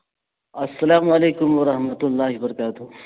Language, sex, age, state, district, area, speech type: Urdu, male, 45-60, Bihar, Araria, rural, conversation